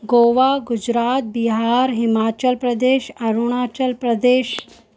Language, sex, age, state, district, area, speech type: Sindhi, female, 18-30, Rajasthan, Ajmer, urban, spontaneous